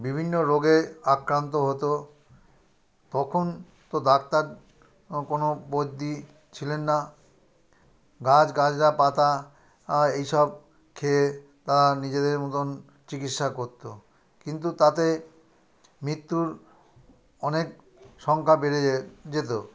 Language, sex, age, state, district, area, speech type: Bengali, male, 60+, West Bengal, South 24 Parganas, urban, spontaneous